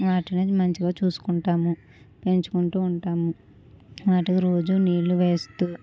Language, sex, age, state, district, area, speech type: Telugu, female, 60+, Andhra Pradesh, Kakinada, rural, spontaneous